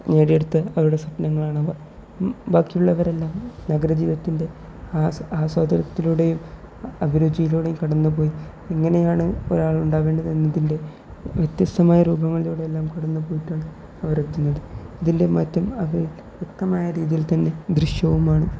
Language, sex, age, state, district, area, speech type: Malayalam, male, 18-30, Kerala, Kozhikode, rural, spontaneous